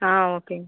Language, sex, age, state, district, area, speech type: Tamil, male, 45-60, Tamil Nadu, Cuddalore, rural, conversation